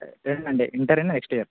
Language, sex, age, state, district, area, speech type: Telugu, male, 18-30, Telangana, Bhadradri Kothagudem, urban, conversation